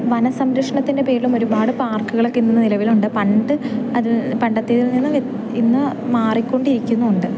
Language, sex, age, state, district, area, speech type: Malayalam, female, 18-30, Kerala, Idukki, rural, spontaneous